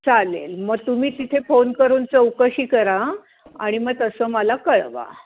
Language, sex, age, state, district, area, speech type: Marathi, female, 60+, Maharashtra, Ahmednagar, urban, conversation